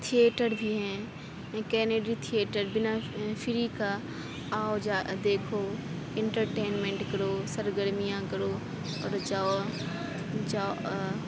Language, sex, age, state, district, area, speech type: Urdu, female, 18-30, Uttar Pradesh, Aligarh, rural, spontaneous